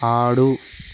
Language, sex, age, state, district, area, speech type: Telugu, male, 30-45, Andhra Pradesh, West Godavari, rural, read